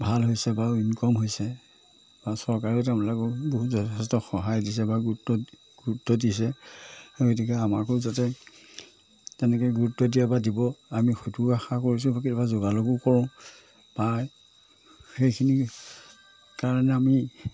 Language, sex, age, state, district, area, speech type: Assamese, male, 60+, Assam, Majuli, urban, spontaneous